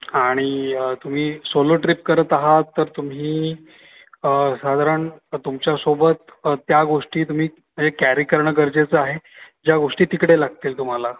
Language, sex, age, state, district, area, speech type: Marathi, male, 30-45, Maharashtra, Ahmednagar, urban, conversation